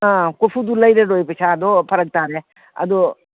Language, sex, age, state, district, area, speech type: Manipuri, female, 60+, Manipur, Imphal East, rural, conversation